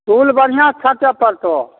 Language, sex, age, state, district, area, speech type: Maithili, male, 60+, Bihar, Begusarai, rural, conversation